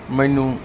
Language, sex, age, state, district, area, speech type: Punjabi, male, 45-60, Punjab, Barnala, rural, spontaneous